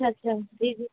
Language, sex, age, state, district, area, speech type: Urdu, female, 18-30, Uttar Pradesh, Rampur, urban, conversation